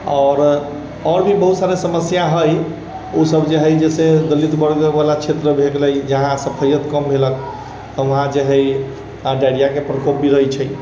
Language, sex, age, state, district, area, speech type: Maithili, male, 30-45, Bihar, Sitamarhi, urban, spontaneous